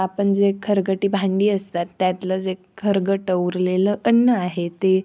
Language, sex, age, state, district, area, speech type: Marathi, female, 18-30, Maharashtra, Nashik, urban, spontaneous